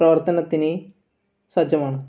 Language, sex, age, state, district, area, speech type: Malayalam, male, 18-30, Kerala, Kannur, rural, spontaneous